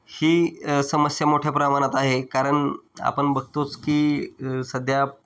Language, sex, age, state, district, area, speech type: Marathi, male, 30-45, Maharashtra, Osmanabad, rural, spontaneous